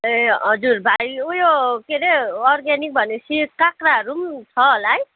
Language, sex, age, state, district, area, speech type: Nepali, female, 30-45, West Bengal, Kalimpong, rural, conversation